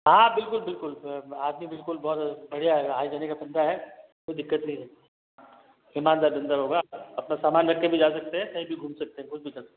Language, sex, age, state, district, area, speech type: Hindi, male, 30-45, Rajasthan, Jodhpur, urban, conversation